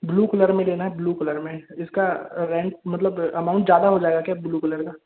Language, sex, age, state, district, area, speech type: Hindi, male, 18-30, Madhya Pradesh, Bhopal, rural, conversation